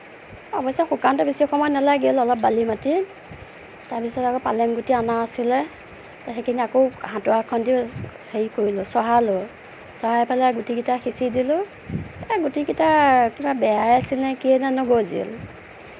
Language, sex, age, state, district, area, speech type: Assamese, female, 30-45, Assam, Nagaon, rural, spontaneous